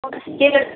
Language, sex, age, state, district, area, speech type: Odia, female, 30-45, Odisha, Balasore, rural, conversation